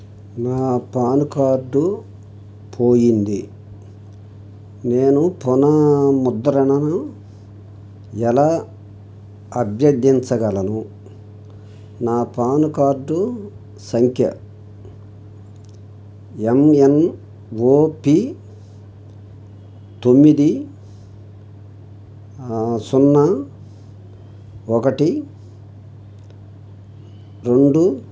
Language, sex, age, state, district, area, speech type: Telugu, male, 60+, Andhra Pradesh, Krishna, urban, read